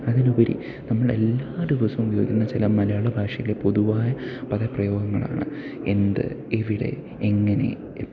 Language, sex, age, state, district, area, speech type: Malayalam, male, 18-30, Kerala, Idukki, rural, spontaneous